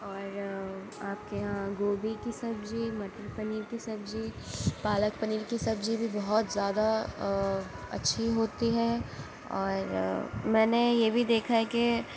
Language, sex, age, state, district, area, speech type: Urdu, female, 18-30, Uttar Pradesh, Gautam Buddha Nagar, urban, spontaneous